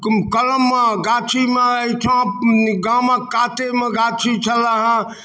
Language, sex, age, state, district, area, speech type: Maithili, male, 60+, Bihar, Darbhanga, rural, spontaneous